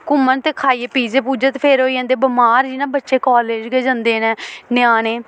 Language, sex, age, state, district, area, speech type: Dogri, female, 18-30, Jammu and Kashmir, Samba, urban, spontaneous